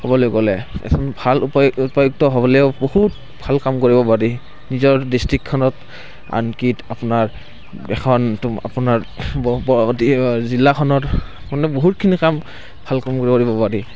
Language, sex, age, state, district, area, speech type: Assamese, male, 18-30, Assam, Barpeta, rural, spontaneous